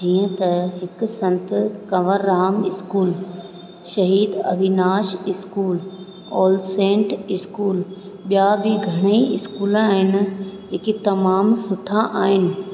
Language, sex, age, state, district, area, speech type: Sindhi, female, 30-45, Rajasthan, Ajmer, urban, spontaneous